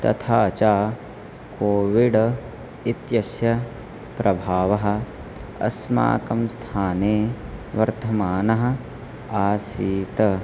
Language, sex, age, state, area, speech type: Sanskrit, male, 18-30, Uttar Pradesh, rural, spontaneous